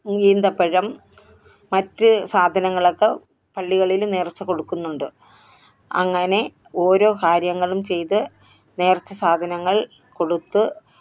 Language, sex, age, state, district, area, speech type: Malayalam, female, 60+, Kerala, Kollam, rural, spontaneous